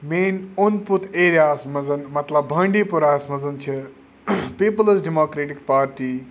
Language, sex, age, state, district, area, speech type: Kashmiri, male, 30-45, Jammu and Kashmir, Kupwara, rural, spontaneous